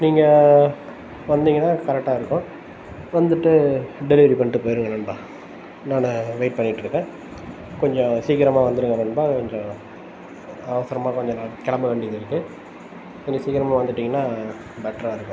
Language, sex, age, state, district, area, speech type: Tamil, male, 18-30, Tamil Nadu, Tiruvannamalai, urban, spontaneous